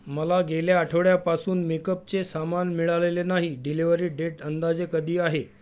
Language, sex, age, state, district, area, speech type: Marathi, male, 45-60, Maharashtra, Amravati, urban, read